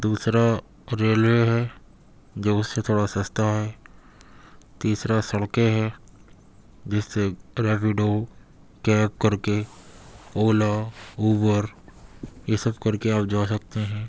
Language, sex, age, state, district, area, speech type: Urdu, male, 18-30, Delhi, Central Delhi, urban, spontaneous